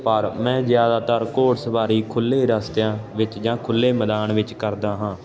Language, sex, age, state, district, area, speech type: Punjabi, male, 18-30, Punjab, Ludhiana, rural, spontaneous